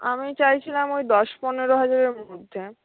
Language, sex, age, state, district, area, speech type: Bengali, female, 45-60, West Bengal, Nadia, urban, conversation